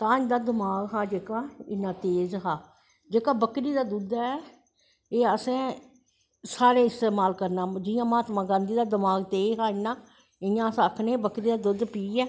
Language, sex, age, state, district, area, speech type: Dogri, male, 45-60, Jammu and Kashmir, Jammu, urban, spontaneous